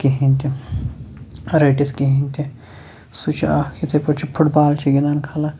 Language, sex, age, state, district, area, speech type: Kashmiri, male, 30-45, Jammu and Kashmir, Shopian, urban, spontaneous